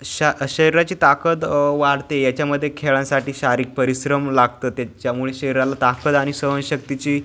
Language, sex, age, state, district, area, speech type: Marathi, male, 18-30, Maharashtra, Ahmednagar, urban, spontaneous